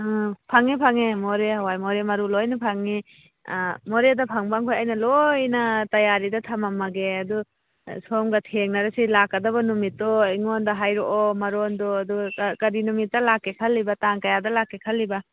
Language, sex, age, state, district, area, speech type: Manipuri, female, 45-60, Manipur, Churachandpur, urban, conversation